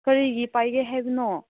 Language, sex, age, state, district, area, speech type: Manipuri, female, 18-30, Manipur, Senapati, rural, conversation